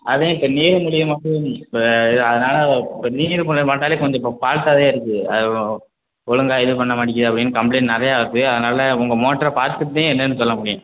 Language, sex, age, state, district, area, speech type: Tamil, male, 30-45, Tamil Nadu, Sivaganga, rural, conversation